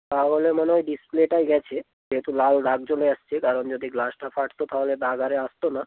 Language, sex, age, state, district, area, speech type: Bengali, male, 18-30, West Bengal, Bankura, urban, conversation